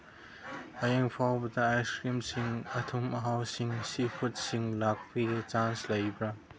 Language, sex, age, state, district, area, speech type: Manipuri, male, 30-45, Manipur, Chandel, rural, read